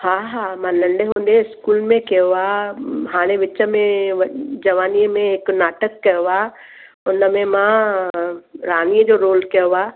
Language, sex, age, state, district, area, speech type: Sindhi, female, 60+, Maharashtra, Mumbai Suburban, urban, conversation